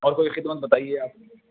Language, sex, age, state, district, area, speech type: Urdu, male, 18-30, Bihar, Purnia, rural, conversation